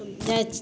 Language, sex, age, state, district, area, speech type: Maithili, female, 60+, Bihar, Madhepura, rural, spontaneous